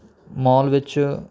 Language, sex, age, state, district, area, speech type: Punjabi, male, 18-30, Punjab, Rupnagar, rural, spontaneous